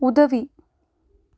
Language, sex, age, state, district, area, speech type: Tamil, female, 18-30, Tamil Nadu, Nilgiris, urban, read